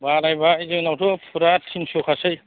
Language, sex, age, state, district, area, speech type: Bodo, male, 45-60, Assam, Kokrajhar, rural, conversation